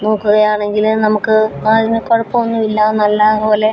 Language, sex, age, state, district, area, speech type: Malayalam, female, 30-45, Kerala, Alappuzha, rural, spontaneous